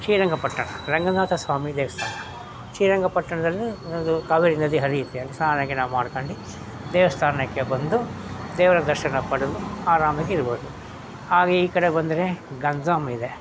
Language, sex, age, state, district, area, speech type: Kannada, male, 60+, Karnataka, Mysore, rural, spontaneous